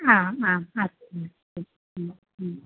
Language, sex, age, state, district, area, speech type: Sanskrit, female, 18-30, Kerala, Thrissur, urban, conversation